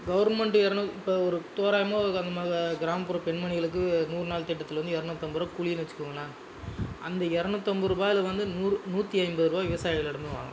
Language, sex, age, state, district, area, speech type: Tamil, male, 45-60, Tamil Nadu, Dharmapuri, rural, spontaneous